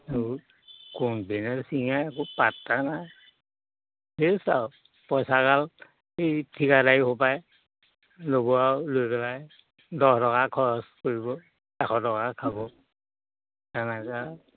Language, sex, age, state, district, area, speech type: Assamese, male, 60+, Assam, Majuli, urban, conversation